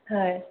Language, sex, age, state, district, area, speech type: Assamese, female, 30-45, Assam, Sonitpur, rural, conversation